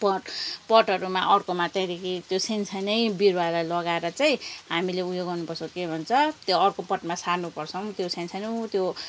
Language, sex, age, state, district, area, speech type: Nepali, female, 30-45, West Bengal, Kalimpong, rural, spontaneous